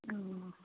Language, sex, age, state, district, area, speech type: Manipuri, female, 45-60, Manipur, Churachandpur, urban, conversation